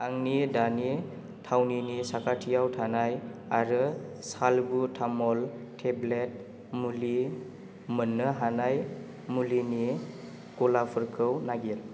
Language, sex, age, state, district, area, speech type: Bodo, male, 18-30, Assam, Chirang, rural, read